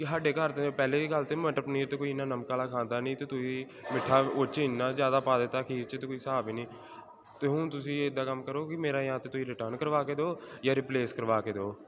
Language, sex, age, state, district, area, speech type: Punjabi, male, 18-30, Punjab, Gurdaspur, rural, spontaneous